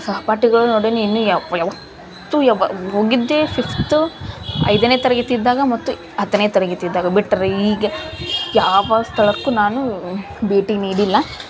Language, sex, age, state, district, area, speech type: Kannada, female, 18-30, Karnataka, Gadag, rural, spontaneous